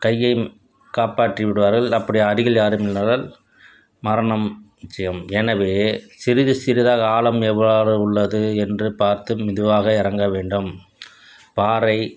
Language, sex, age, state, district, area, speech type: Tamil, male, 60+, Tamil Nadu, Tiruchirappalli, rural, spontaneous